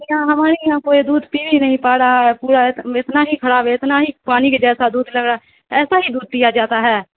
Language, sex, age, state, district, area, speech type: Urdu, female, 18-30, Bihar, Saharsa, rural, conversation